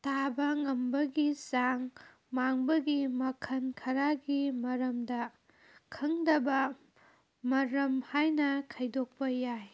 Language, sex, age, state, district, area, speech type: Manipuri, female, 30-45, Manipur, Kangpokpi, urban, read